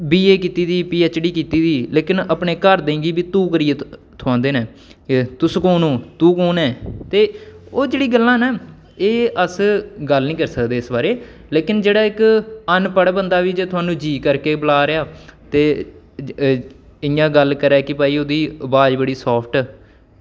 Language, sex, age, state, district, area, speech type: Dogri, male, 18-30, Jammu and Kashmir, Samba, rural, spontaneous